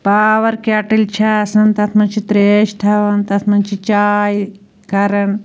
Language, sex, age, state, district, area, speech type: Kashmiri, female, 45-60, Jammu and Kashmir, Anantnag, rural, spontaneous